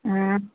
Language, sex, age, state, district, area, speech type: Hindi, female, 60+, Uttar Pradesh, Sitapur, rural, conversation